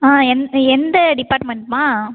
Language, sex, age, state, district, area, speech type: Tamil, female, 18-30, Tamil Nadu, Cuddalore, rural, conversation